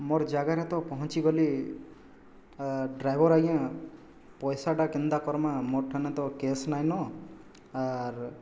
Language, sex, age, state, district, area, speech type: Odia, male, 18-30, Odisha, Boudh, rural, spontaneous